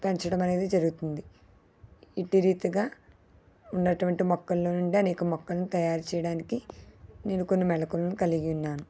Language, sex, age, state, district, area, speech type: Telugu, female, 30-45, Andhra Pradesh, East Godavari, rural, spontaneous